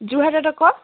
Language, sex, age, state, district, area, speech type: Assamese, female, 18-30, Assam, Sivasagar, rural, conversation